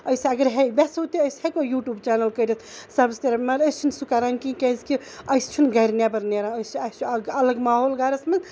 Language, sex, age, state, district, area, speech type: Kashmiri, female, 30-45, Jammu and Kashmir, Ganderbal, rural, spontaneous